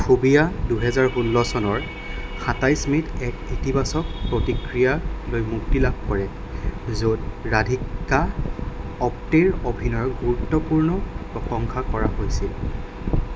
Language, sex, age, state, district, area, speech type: Assamese, male, 18-30, Assam, Darrang, rural, read